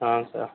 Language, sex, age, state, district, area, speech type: Tamil, male, 18-30, Tamil Nadu, Vellore, urban, conversation